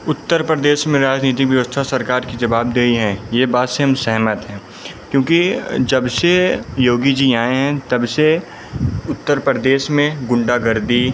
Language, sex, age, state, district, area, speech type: Hindi, male, 18-30, Uttar Pradesh, Pratapgarh, urban, spontaneous